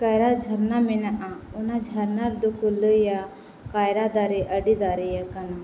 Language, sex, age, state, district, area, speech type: Santali, female, 18-30, Jharkhand, Seraikela Kharsawan, rural, spontaneous